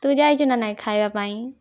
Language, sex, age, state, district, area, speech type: Odia, female, 18-30, Odisha, Kandhamal, rural, spontaneous